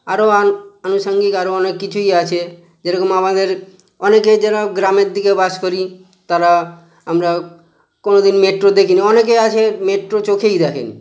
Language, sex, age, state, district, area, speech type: Bengali, male, 45-60, West Bengal, Howrah, urban, spontaneous